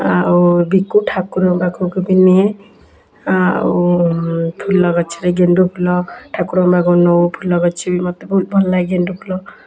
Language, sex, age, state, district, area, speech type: Odia, female, 18-30, Odisha, Kendujhar, urban, spontaneous